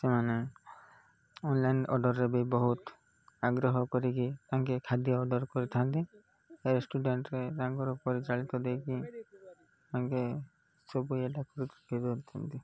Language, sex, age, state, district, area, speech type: Odia, male, 30-45, Odisha, Koraput, urban, spontaneous